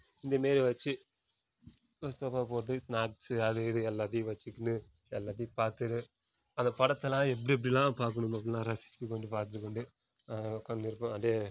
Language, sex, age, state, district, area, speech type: Tamil, male, 18-30, Tamil Nadu, Kallakurichi, rural, spontaneous